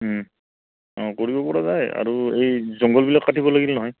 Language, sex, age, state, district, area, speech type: Assamese, male, 30-45, Assam, Goalpara, urban, conversation